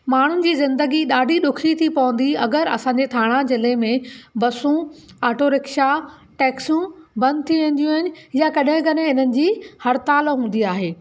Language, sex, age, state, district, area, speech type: Sindhi, female, 45-60, Maharashtra, Thane, urban, spontaneous